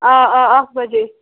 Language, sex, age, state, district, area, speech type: Kashmiri, female, 18-30, Jammu and Kashmir, Bandipora, rural, conversation